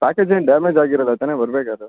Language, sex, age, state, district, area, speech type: Kannada, male, 60+, Karnataka, Davanagere, rural, conversation